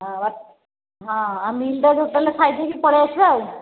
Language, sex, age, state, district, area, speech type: Odia, female, 60+, Odisha, Angul, rural, conversation